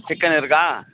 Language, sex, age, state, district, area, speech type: Tamil, male, 45-60, Tamil Nadu, Tiruvannamalai, rural, conversation